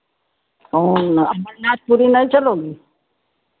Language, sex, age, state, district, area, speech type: Hindi, female, 60+, Uttar Pradesh, Sitapur, rural, conversation